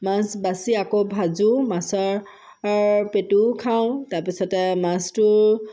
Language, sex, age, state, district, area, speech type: Assamese, female, 45-60, Assam, Sivasagar, rural, spontaneous